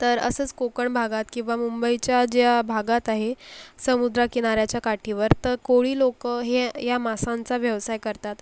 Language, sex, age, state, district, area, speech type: Marathi, female, 18-30, Maharashtra, Akola, rural, spontaneous